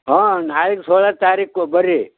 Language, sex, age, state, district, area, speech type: Kannada, male, 60+, Karnataka, Bidar, rural, conversation